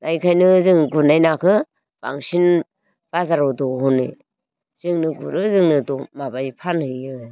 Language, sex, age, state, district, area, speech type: Bodo, female, 60+, Assam, Baksa, rural, spontaneous